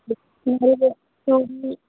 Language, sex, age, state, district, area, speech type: Odia, female, 60+, Odisha, Jharsuguda, rural, conversation